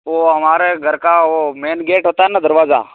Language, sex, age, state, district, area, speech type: Hindi, male, 30-45, Rajasthan, Nagaur, rural, conversation